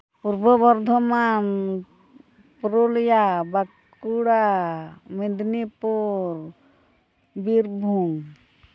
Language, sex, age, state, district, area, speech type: Santali, female, 60+, West Bengal, Purba Bardhaman, rural, spontaneous